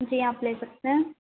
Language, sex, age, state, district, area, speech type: Hindi, female, 30-45, Madhya Pradesh, Harda, urban, conversation